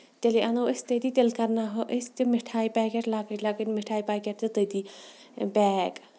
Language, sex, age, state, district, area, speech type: Kashmiri, female, 30-45, Jammu and Kashmir, Shopian, urban, spontaneous